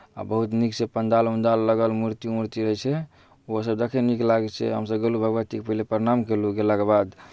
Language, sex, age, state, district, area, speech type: Maithili, male, 18-30, Bihar, Darbhanga, rural, spontaneous